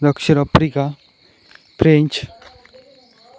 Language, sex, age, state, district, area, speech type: Marathi, male, 18-30, Maharashtra, Sindhudurg, rural, spontaneous